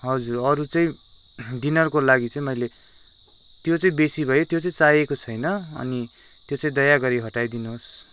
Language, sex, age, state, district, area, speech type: Nepali, male, 18-30, West Bengal, Kalimpong, rural, spontaneous